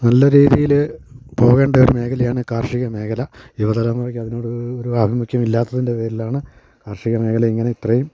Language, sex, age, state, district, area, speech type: Malayalam, male, 45-60, Kerala, Idukki, rural, spontaneous